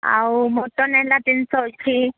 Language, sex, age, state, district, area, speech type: Odia, female, 18-30, Odisha, Koraput, urban, conversation